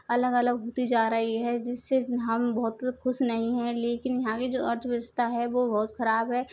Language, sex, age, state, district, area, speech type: Hindi, female, 18-30, Rajasthan, Karauli, rural, spontaneous